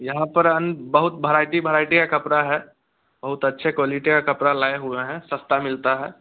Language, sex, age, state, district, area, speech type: Hindi, male, 18-30, Bihar, Muzaffarpur, urban, conversation